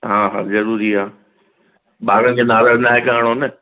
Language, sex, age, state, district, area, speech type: Sindhi, male, 60+, Maharashtra, Thane, urban, conversation